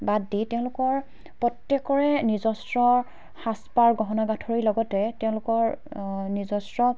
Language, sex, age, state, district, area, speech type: Assamese, female, 18-30, Assam, Dibrugarh, rural, spontaneous